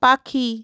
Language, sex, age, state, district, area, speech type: Bengali, female, 30-45, West Bengal, South 24 Parganas, rural, read